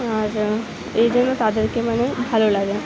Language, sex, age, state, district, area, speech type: Bengali, female, 18-30, West Bengal, Purba Bardhaman, urban, spontaneous